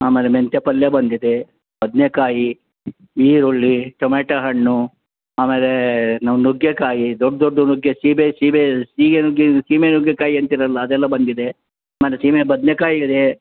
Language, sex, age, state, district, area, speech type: Kannada, male, 60+, Karnataka, Bellary, rural, conversation